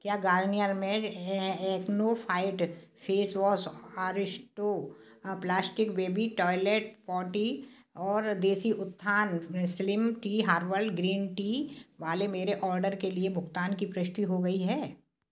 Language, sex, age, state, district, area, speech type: Hindi, female, 60+, Madhya Pradesh, Gwalior, urban, read